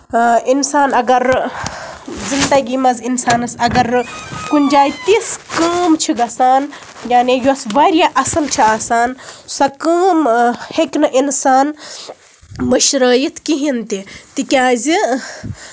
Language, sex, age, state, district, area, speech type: Kashmiri, female, 30-45, Jammu and Kashmir, Baramulla, rural, spontaneous